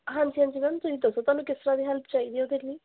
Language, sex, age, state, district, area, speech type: Punjabi, female, 18-30, Punjab, Gurdaspur, urban, conversation